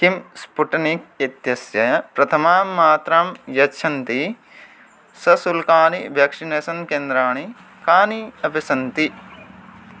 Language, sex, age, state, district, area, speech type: Sanskrit, male, 18-30, Odisha, Balangir, rural, read